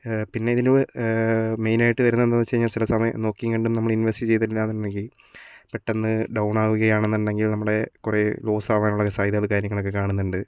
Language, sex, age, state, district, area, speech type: Malayalam, male, 18-30, Kerala, Wayanad, rural, spontaneous